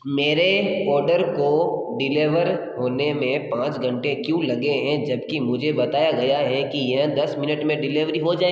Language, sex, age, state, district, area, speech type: Hindi, male, 60+, Rajasthan, Jodhpur, urban, read